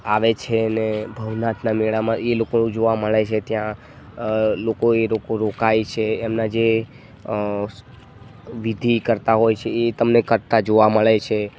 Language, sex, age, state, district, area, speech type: Gujarati, male, 18-30, Gujarat, Narmada, rural, spontaneous